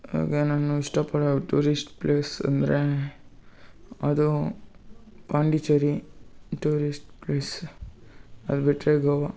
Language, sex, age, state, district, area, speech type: Kannada, male, 18-30, Karnataka, Kolar, rural, spontaneous